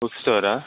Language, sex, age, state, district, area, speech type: Kannada, male, 60+, Karnataka, Bangalore Rural, rural, conversation